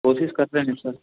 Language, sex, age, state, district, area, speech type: Hindi, male, 18-30, Madhya Pradesh, Betul, urban, conversation